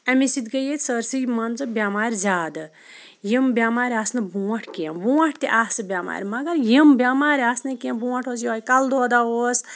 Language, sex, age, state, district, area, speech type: Kashmiri, female, 45-60, Jammu and Kashmir, Shopian, rural, spontaneous